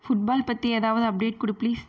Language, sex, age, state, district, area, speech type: Tamil, female, 18-30, Tamil Nadu, Erode, rural, read